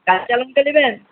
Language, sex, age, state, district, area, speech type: Bengali, male, 18-30, West Bengal, Uttar Dinajpur, urban, conversation